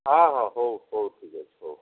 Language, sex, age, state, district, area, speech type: Odia, male, 45-60, Odisha, Koraput, rural, conversation